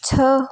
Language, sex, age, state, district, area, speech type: Hindi, female, 18-30, Madhya Pradesh, Ujjain, urban, read